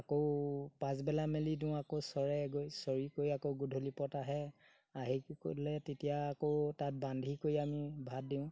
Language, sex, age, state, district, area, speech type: Assamese, male, 60+, Assam, Golaghat, rural, spontaneous